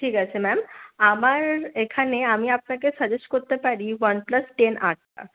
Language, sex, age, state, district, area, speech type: Bengali, female, 18-30, West Bengal, Paschim Bardhaman, rural, conversation